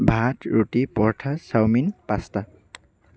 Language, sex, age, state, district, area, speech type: Assamese, male, 18-30, Assam, Dhemaji, urban, spontaneous